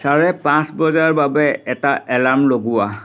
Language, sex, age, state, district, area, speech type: Assamese, male, 45-60, Assam, Dhemaji, urban, read